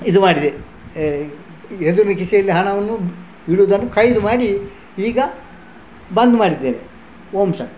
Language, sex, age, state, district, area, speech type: Kannada, male, 60+, Karnataka, Udupi, rural, spontaneous